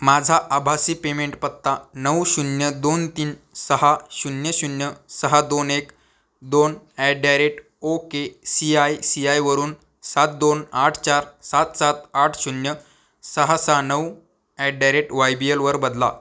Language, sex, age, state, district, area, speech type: Marathi, male, 18-30, Maharashtra, Aurangabad, rural, read